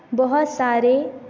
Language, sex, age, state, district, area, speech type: Hindi, female, 18-30, Madhya Pradesh, Hoshangabad, urban, spontaneous